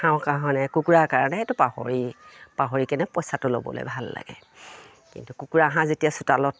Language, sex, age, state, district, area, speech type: Assamese, female, 45-60, Assam, Dibrugarh, rural, spontaneous